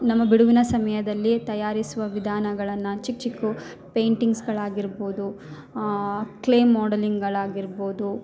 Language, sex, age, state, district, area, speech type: Kannada, female, 30-45, Karnataka, Hassan, rural, spontaneous